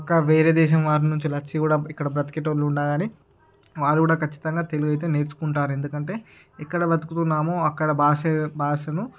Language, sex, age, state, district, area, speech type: Telugu, male, 18-30, Andhra Pradesh, Srikakulam, urban, spontaneous